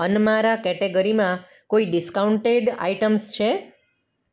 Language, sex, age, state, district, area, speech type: Gujarati, female, 45-60, Gujarat, Anand, urban, read